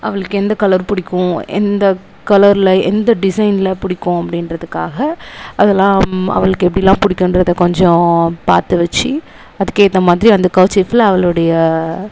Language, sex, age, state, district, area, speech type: Tamil, female, 18-30, Tamil Nadu, Viluppuram, rural, spontaneous